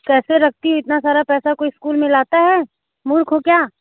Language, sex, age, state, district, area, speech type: Hindi, female, 18-30, Uttar Pradesh, Azamgarh, rural, conversation